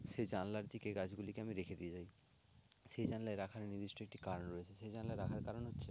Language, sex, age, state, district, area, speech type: Bengali, male, 18-30, West Bengal, Jhargram, rural, spontaneous